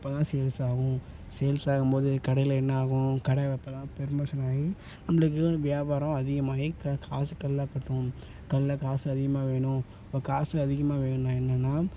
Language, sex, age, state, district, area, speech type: Tamil, male, 18-30, Tamil Nadu, Thanjavur, urban, spontaneous